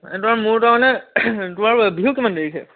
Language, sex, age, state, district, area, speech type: Assamese, male, 18-30, Assam, Biswanath, rural, conversation